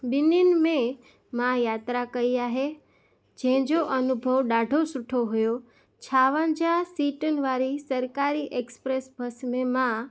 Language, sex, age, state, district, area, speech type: Sindhi, female, 18-30, Gujarat, Junagadh, rural, spontaneous